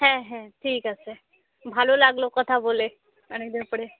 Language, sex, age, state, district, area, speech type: Bengali, female, 30-45, West Bengal, Alipurduar, rural, conversation